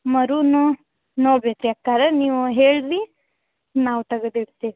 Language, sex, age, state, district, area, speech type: Kannada, female, 18-30, Karnataka, Gadag, urban, conversation